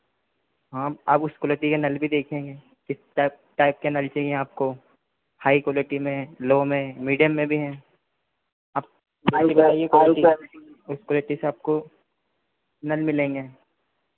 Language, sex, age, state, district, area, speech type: Hindi, male, 30-45, Madhya Pradesh, Harda, urban, conversation